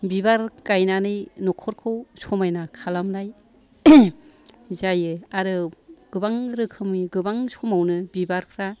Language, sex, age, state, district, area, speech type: Bodo, female, 45-60, Assam, Kokrajhar, urban, spontaneous